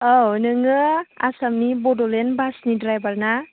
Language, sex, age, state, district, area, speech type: Bodo, female, 18-30, Assam, Chirang, rural, conversation